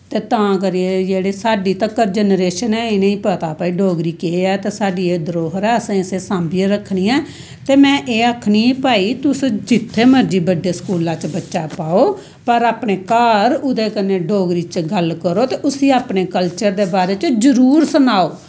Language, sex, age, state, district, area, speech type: Dogri, female, 45-60, Jammu and Kashmir, Samba, rural, spontaneous